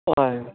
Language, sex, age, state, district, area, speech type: Goan Konkani, male, 30-45, Goa, Bardez, rural, conversation